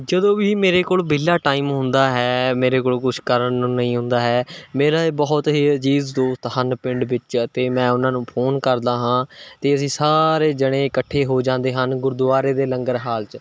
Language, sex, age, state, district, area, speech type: Punjabi, male, 18-30, Punjab, Mohali, rural, spontaneous